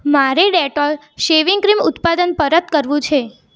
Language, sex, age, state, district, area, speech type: Gujarati, female, 18-30, Gujarat, Mehsana, rural, read